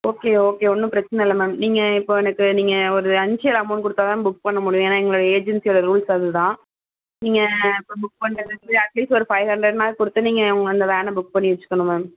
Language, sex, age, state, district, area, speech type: Tamil, female, 45-60, Tamil Nadu, Tiruvarur, urban, conversation